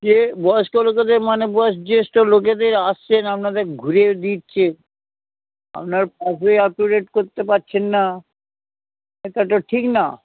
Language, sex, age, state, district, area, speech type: Bengali, male, 60+, West Bengal, Hooghly, rural, conversation